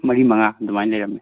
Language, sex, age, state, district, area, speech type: Manipuri, male, 18-30, Manipur, Kangpokpi, urban, conversation